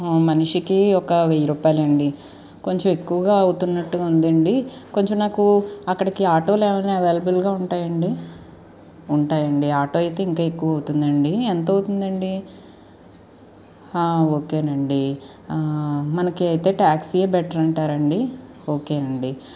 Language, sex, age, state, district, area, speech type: Telugu, female, 30-45, Andhra Pradesh, Guntur, urban, spontaneous